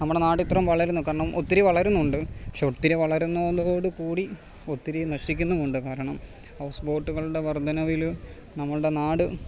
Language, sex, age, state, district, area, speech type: Malayalam, male, 30-45, Kerala, Alappuzha, rural, spontaneous